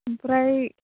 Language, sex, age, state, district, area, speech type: Bodo, female, 30-45, Assam, Baksa, rural, conversation